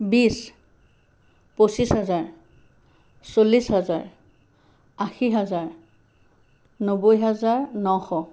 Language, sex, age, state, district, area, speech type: Assamese, female, 45-60, Assam, Sivasagar, rural, spontaneous